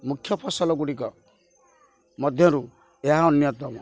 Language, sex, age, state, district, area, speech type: Odia, male, 45-60, Odisha, Kendrapara, urban, spontaneous